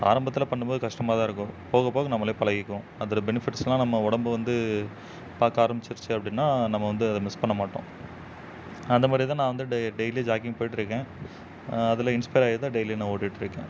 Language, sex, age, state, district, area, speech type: Tamil, male, 18-30, Tamil Nadu, Namakkal, rural, spontaneous